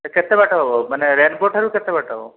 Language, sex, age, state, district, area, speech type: Odia, male, 45-60, Odisha, Dhenkanal, rural, conversation